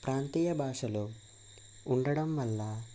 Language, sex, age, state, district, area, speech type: Telugu, male, 18-30, Andhra Pradesh, Eluru, urban, spontaneous